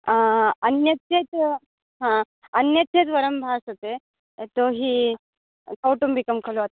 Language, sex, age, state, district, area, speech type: Sanskrit, female, 18-30, Karnataka, Belgaum, rural, conversation